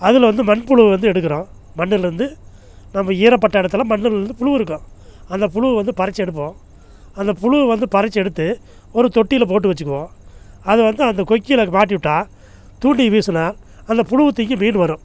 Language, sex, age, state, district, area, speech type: Tamil, male, 60+, Tamil Nadu, Namakkal, rural, spontaneous